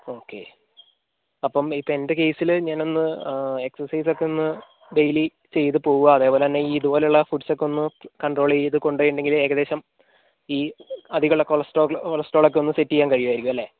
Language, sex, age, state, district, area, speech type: Malayalam, male, 45-60, Kerala, Wayanad, rural, conversation